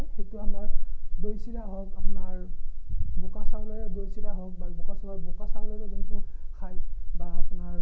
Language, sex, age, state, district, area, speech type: Assamese, male, 30-45, Assam, Morigaon, rural, spontaneous